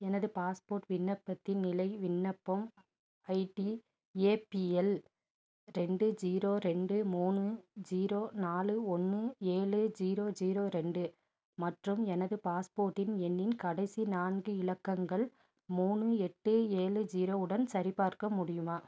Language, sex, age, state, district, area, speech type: Tamil, female, 30-45, Tamil Nadu, Nilgiris, rural, read